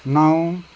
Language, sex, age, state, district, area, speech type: Nepali, male, 60+, West Bengal, Darjeeling, rural, read